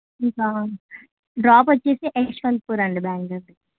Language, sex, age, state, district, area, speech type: Telugu, female, 18-30, Andhra Pradesh, Nandyal, urban, conversation